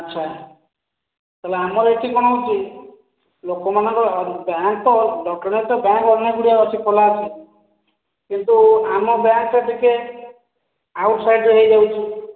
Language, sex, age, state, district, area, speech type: Odia, male, 45-60, Odisha, Khordha, rural, conversation